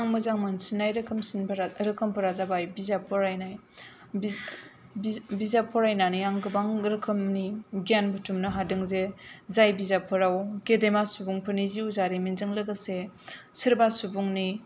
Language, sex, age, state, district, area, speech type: Bodo, female, 18-30, Assam, Kokrajhar, urban, spontaneous